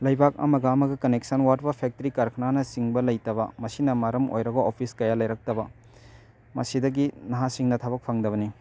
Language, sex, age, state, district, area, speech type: Manipuri, male, 30-45, Manipur, Thoubal, rural, spontaneous